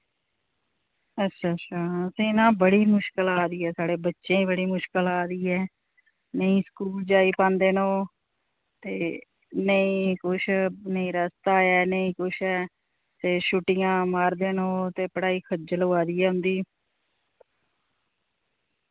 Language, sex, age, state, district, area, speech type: Dogri, female, 30-45, Jammu and Kashmir, Samba, rural, conversation